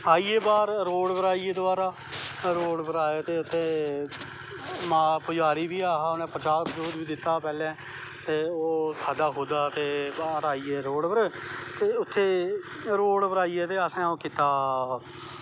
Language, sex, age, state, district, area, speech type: Dogri, male, 30-45, Jammu and Kashmir, Kathua, rural, spontaneous